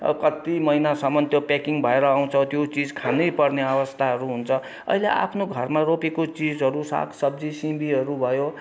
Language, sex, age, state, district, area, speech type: Nepali, male, 60+, West Bengal, Kalimpong, rural, spontaneous